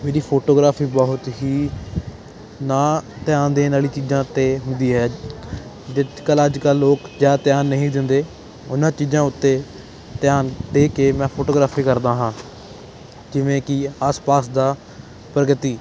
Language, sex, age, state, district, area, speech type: Punjabi, male, 18-30, Punjab, Ludhiana, urban, spontaneous